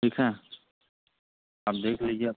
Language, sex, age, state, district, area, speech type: Hindi, male, 30-45, Uttar Pradesh, Chandauli, rural, conversation